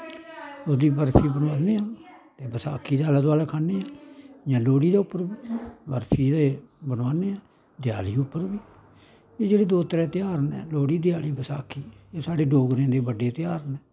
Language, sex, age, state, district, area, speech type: Dogri, male, 60+, Jammu and Kashmir, Samba, rural, spontaneous